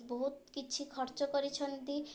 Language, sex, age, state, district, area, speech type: Odia, female, 18-30, Odisha, Kendrapara, urban, spontaneous